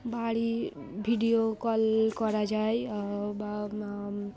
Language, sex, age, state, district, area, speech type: Bengali, female, 18-30, West Bengal, Darjeeling, urban, spontaneous